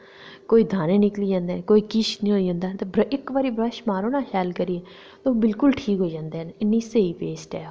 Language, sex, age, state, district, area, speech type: Dogri, female, 30-45, Jammu and Kashmir, Reasi, rural, spontaneous